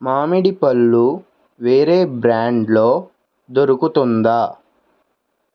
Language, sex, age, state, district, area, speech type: Telugu, male, 18-30, Andhra Pradesh, Krishna, urban, read